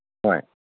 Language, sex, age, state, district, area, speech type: Manipuri, male, 45-60, Manipur, Kangpokpi, urban, conversation